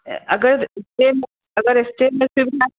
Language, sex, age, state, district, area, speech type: Maithili, female, 60+, Bihar, Madhubani, rural, conversation